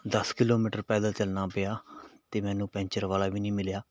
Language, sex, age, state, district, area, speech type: Punjabi, male, 30-45, Punjab, Patiala, rural, spontaneous